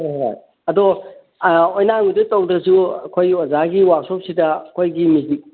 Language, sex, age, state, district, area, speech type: Manipuri, male, 45-60, Manipur, Kangpokpi, urban, conversation